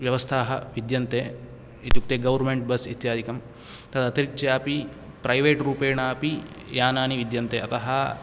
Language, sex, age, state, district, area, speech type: Sanskrit, male, 18-30, Karnataka, Uttara Kannada, rural, spontaneous